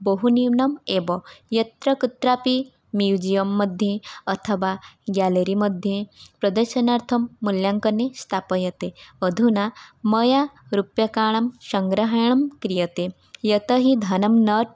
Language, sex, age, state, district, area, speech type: Sanskrit, female, 18-30, Odisha, Mayurbhanj, rural, spontaneous